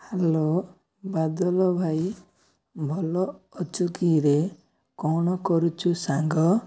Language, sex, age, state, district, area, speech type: Odia, male, 18-30, Odisha, Nabarangpur, urban, spontaneous